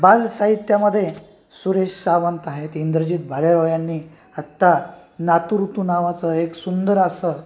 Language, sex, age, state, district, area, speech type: Marathi, male, 45-60, Maharashtra, Nanded, urban, spontaneous